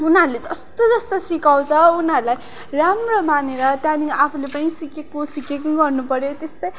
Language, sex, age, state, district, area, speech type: Nepali, female, 18-30, West Bengal, Darjeeling, rural, spontaneous